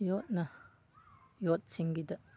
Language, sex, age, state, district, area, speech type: Manipuri, male, 30-45, Manipur, Chandel, rural, spontaneous